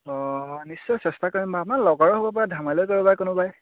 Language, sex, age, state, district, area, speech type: Assamese, male, 18-30, Assam, Golaghat, urban, conversation